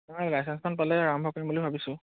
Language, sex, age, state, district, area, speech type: Assamese, male, 18-30, Assam, Majuli, urban, conversation